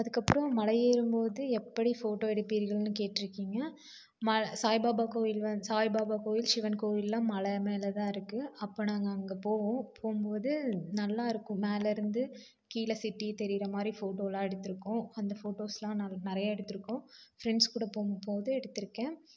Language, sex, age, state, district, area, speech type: Tamil, female, 18-30, Tamil Nadu, Coimbatore, rural, spontaneous